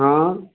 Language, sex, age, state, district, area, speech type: Hindi, male, 60+, Uttar Pradesh, Mirzapur, urban, conversation